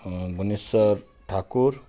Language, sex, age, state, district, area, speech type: Nepali, male, 45-60, West Bengal, Jalpaiguri, rural, spontaneous